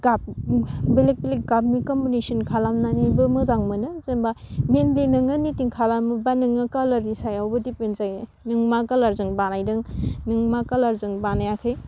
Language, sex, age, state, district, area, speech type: Bodo, female, 18-30, Assam, Udalguri, urban, spontaneous